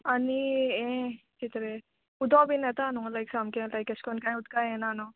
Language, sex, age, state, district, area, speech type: Goan Konkani, female, 18-30, Goa, Quepem, rural, conversation